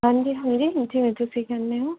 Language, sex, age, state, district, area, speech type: Punjabi, female, 18-30, Punjab, Fazilka, rural, conversation